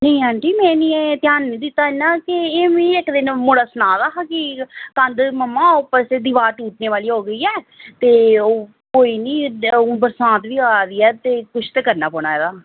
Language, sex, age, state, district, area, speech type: Dogri, female, 45-60, Jammu and Kashmir, Reasi, urban, conversation